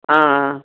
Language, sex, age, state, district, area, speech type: Tamil, female, 60+, Tamil Nadu, Krishnagiri, rural, conversation